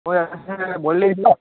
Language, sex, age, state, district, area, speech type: Nepali, male, 18-30, West Bengal, Alipurduar, urban, conversation